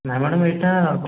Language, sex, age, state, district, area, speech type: Odia, male, 18-30, Odisha, Boudh, rural, conversation